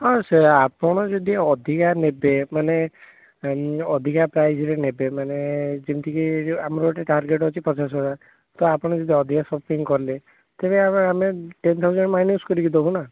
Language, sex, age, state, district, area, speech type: Odia, male, 18-30, Odisha, Puri, urban, conversation